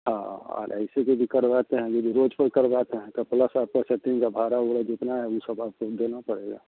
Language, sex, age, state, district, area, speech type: Hindi, male, 45-60, Bihar, Muzaffarpur, rural, conversation